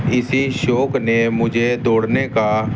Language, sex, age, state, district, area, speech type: Urdu, male, 30-45, Uttar Pradesh, Muzaffarnagar, rural, spontaneous